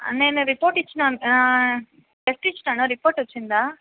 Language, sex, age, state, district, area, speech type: Telugu, female, 18-30, Andhra Pradesh, Sri Balaji, rural, conversation